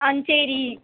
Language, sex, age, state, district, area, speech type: Tamil, female, 18-30, Tamil Nadu, Thoothukudi, rural, conversation